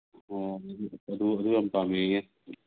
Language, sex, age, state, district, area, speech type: Manipuri, male, 45-60, Manipur, Imphal East, rural, conversation